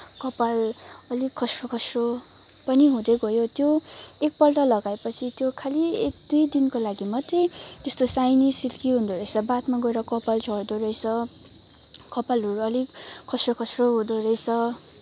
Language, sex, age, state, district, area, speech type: Nepali, female, 18-30, West Bengal, Kalimpong, rural, spontaneous